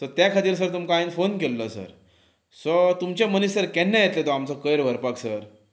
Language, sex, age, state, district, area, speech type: Goan Konkani, male, 30-45, Goa, Pernem, rural, spontaneous